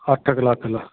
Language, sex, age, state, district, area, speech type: Sindhi, male, 60+, Delhi, South Delhi, rural, conversation